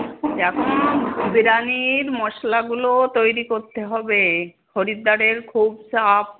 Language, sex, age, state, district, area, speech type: Bengali, female, 60+, West Bengal, Darjeeling, urban, conversation